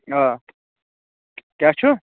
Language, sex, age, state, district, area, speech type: Kashmiri, male, 30-45, Jammu and Kashmir, Baramulla, rural, conversation